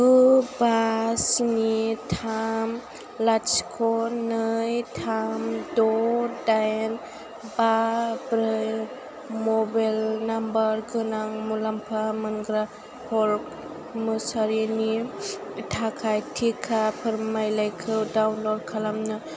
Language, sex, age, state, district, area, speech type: Bodo, female, 18-30, Assam, Chirang, rural, read